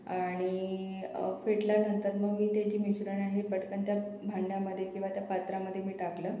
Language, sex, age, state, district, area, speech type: Marathi, female, 45-60, Maharashtra, Yavatmal, urban, spontaneous